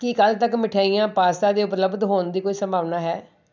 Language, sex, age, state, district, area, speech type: Punjabi, male, 60+, Punjab, Shaheed Bhagat Singh Nagar, urban, read